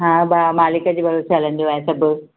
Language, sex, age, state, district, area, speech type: Sindhi, female, 45-60, Maharashtra, Mumbai Suburban, urban, conversation